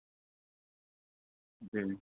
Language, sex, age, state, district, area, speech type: Urdu, male, 18-30, Delhi, North East Delhi, urban, conversation